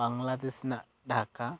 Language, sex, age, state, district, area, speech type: Santali, male, 18-30, West Bengal, Bankura, rural, spontaneous